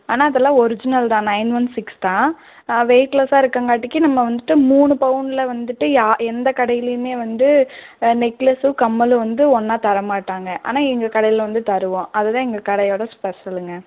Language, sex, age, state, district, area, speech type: Tamil, female, 18-30, Tamil Nadu, Erode, rural, conversation